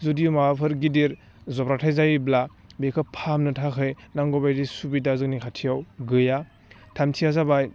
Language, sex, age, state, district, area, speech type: Bodo, male, 18-30, Assam, Udalguri, urban, spontaneous